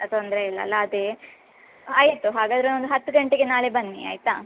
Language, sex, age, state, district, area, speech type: Kannada, female, 18-30, Karnataka, Udupi, rural, conversation